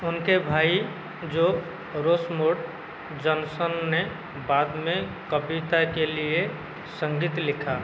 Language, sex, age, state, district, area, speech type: Hindi, male, 45-60, Madhya Pradesh, Seoni, rural, read